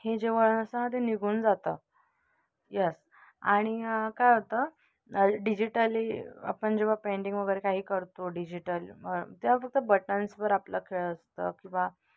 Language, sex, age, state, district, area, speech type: Marathi, female, 18-30, Maharashtra, Nashik, urban, spontaneous